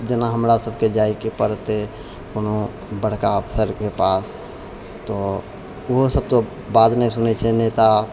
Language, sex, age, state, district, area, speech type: Maithili, male, 60+, Bihar, Purnia, urban, spontaneous